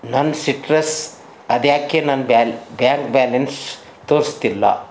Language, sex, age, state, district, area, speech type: Kannada, male, 60+, Karnataka, Bidar, urban, read